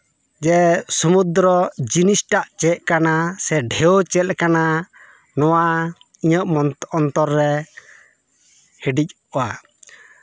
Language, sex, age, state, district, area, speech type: Santali, male, 30-45, West Bengal, Bankura, rural, spontaneous